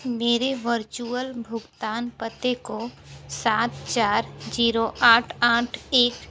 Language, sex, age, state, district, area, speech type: Hindi, female, 30-45, Uttar Pradesh, Sonbhadra, rural, read